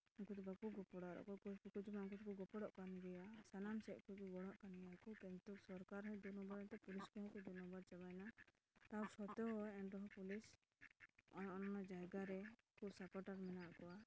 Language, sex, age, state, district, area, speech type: Santali, female, 30-45, West Bengal, Dakshin Dinajpur, rural, spontaneous